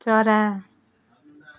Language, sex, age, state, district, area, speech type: Nepali, female, 45-60, West Bengal, Jalpaiguri, rural, read